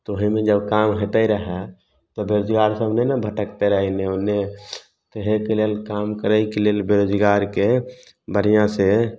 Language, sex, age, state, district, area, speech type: Maithili, male, 18-30, Bihar, Samastipur, rural, spontaneous